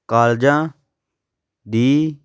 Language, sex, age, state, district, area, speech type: Punjabi, male, 18-30, Punjab, Patiala, urban, read